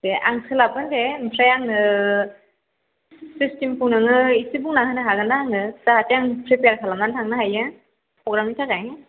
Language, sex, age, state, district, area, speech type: Bodo, female, 18-30, Assam, Baksa, rural, conversation